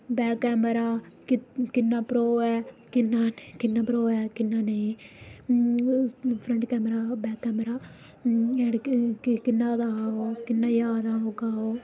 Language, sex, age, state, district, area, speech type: Dogri, female, 18-30, Jammu and Kashmir, Udhampur, rural, spontaneous